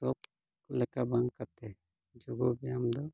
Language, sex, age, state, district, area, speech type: Santali, male, 45-60, Odisha, Mayurbhanj, rural, spontaneous